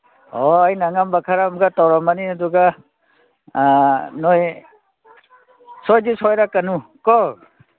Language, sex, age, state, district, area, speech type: Manipuri, male, 45-60, Manipur, Kangpokpi, urban, conversation